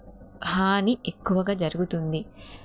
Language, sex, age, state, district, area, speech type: Telugu, female, 30-45, Telangana, Jagtial, urban, spontaneous